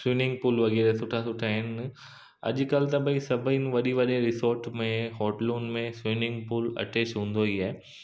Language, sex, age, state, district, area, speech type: Sindhi, male, 30-45, Gujarat, Kutch, rural, spontaneous